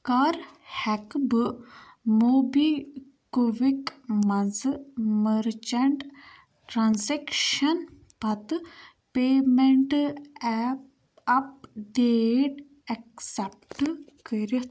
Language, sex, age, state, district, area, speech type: Kashmiri, female, 18-30, Jammu and Kashmir, Budgam, rural, read